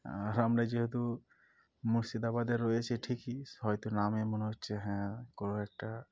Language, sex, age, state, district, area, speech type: Bengali, male, 18-30, West Bengal, Murshidabad, urban, spontaneous